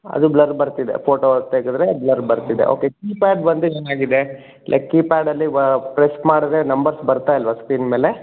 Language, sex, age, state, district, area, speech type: Kannada, male, 30-45, Karnataka, Chikkaballapur, rural, conversation